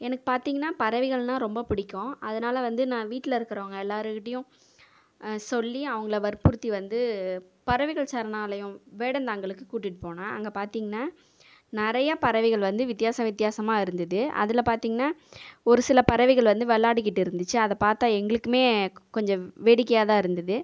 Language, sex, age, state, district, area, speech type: Tamil, female, 30-45, Tamil Nadu, Viluppuram, urban, spontaneous